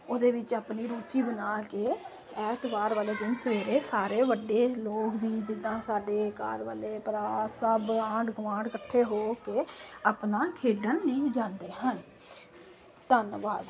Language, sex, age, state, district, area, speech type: Punjabi, female, 30-45, Punjab, Kapurthala, urban, spontaneous